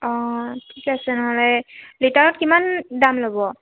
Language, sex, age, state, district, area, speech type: Assamese, female, 18-30, Assam, Dhemaji, urban, conversation